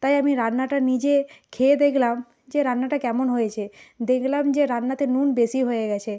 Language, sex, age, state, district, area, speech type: Bengali, female, 45-60, West Bengal, Nadia, rural, spontaneous